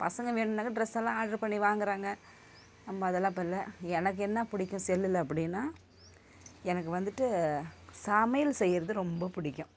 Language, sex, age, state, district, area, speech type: Tamil, female, 45-60, Tamil Nadu, Kallakurichi, urban, spontaneous